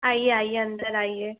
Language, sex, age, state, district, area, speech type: Hindi, female, 30-45, Madhya Pradesh, Balaghat, rural, conversation